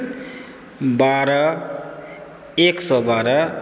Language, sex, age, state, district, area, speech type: Maithili, male, 30-45, Bihar, Supaul, rural, spontaneous